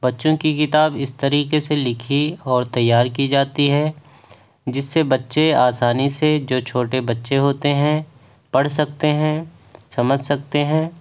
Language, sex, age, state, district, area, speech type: Urdu, male, 18-30, Uttar Pradesh, Ghaziabad, urban, spontaneous